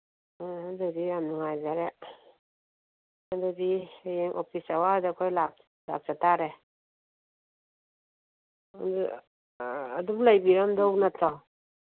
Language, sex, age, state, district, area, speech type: Manipuri, female, 45-60, Manipur, Kangpokpi, urban, conversation